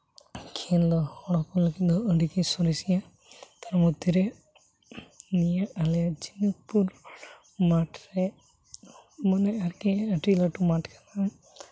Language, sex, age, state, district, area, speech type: Santali, male, 18-30, West Bengal, Uttar Dinajpur, rural, spontaneous